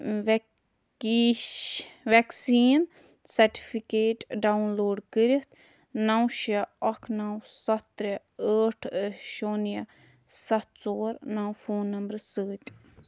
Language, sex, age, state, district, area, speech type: Kashmiri, female, 30-45, Jammu and Kashmir, Budgam, rural, read